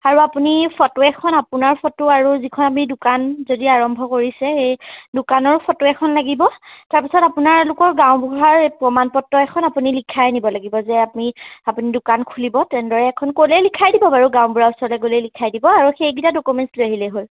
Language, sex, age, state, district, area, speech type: Assamese, female, 18-30, Assam, Majuli, urban, conversation